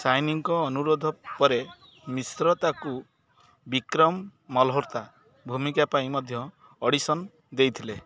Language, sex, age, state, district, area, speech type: Odia, male, 30-45, Odisha, Jagatsinghpur, urban, read